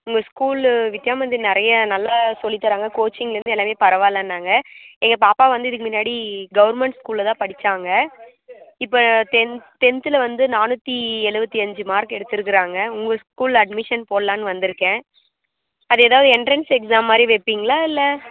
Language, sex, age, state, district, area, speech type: Tamil, female, 30-45, Tamil Nadu, Dharmapuri, rural, conversation